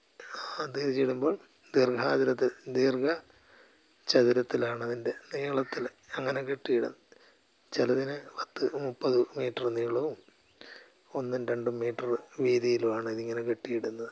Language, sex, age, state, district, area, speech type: Malayalam, male, 60+, Kerala, Alappuzha, rural, spontaneous